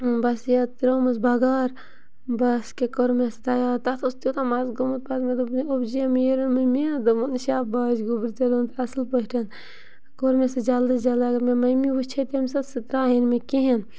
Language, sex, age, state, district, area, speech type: Kashmiri, female, 18-30, Jammu and Kashmir, Bandipora, rural, spontaneous